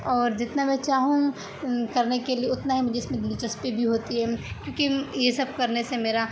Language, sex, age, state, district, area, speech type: Urdu, female, 30-45, Bihar, Darbhanga, rural, spontaneous